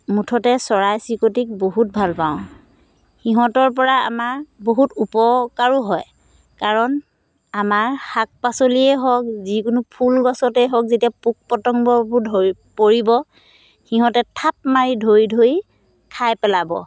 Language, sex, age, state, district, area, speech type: Assamese, female, 30-45, Assam, Dhemaji, rural, spontaneous